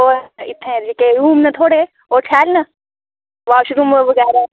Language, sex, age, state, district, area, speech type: Dogri, female, 18-30, Jammu and Kashmir, Udhampur, rural, conversation